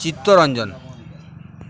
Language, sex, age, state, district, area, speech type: Bengali, male, 45-60, West Bengal, Uttar Dinajpur, urban, spontaneous